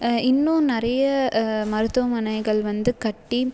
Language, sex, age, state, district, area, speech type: Tamil, female, 18-30, Tamil Nadu, Salem, urban, spontaneous